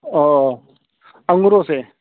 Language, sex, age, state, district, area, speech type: Assamese, male, 30-45, Assam, Barpeta, rural, conversation